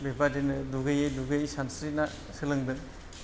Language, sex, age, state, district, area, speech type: Bodo, male, 60+, Assam, Kokrajhar, rural, spontaneous